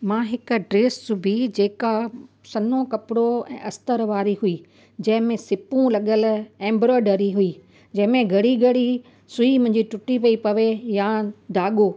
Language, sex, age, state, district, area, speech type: Sindhi, female, 45-60, Gujarat, Kutch, urban, spontaneous